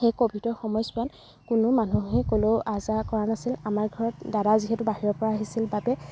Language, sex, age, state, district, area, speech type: Assamese, female, 18-30, Assam, Golaghat, rural, spontaneous